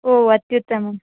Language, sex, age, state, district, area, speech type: Sanskrit, female, 18-30, Karnataka, Belgaum, rural, conversation